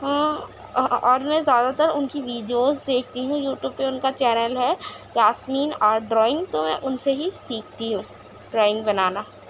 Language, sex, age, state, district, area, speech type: Urdu, female, 18-30, Uttar Pradesh, Gautam Buddha Nagar, rural, spontaneous